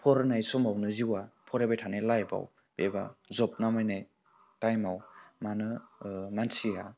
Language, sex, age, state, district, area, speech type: Bodo, male, 18-30, Assam, Udalguri, rural, spontaneous